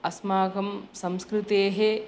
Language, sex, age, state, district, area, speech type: Sanskrit, female, 45-60, Andhra Pradesh, East Godavari, urban, spontaneous